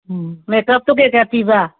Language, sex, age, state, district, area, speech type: Manipuri, female, 60+, Manipur, Churachandpur, urban, conversation